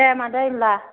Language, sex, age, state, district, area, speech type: Bodo, female, 45-60, Assam, Chirang, rural, conversation